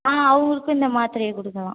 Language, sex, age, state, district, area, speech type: Tamil, female, 18-30, Tamil Nadu, Cuddalore, rural, conversation